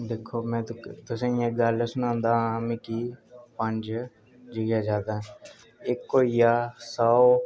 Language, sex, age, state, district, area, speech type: Dogri, male, 18-30, Jammu and Kashmir, Udhampur, rural, spontaneous